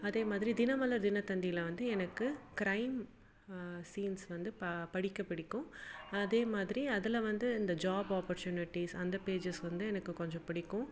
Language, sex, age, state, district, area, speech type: Tamil, female, 30-45, Tamil Nadu, Salem, urban, spontaneous